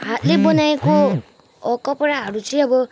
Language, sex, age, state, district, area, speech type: Nepali, female, 18-30, West Bengal, Kalimpong, rural, spontaneous